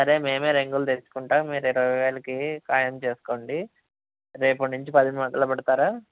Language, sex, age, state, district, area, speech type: Telugu, male, 30-45, Andhra Pradesh, Anantapur, urban, conversation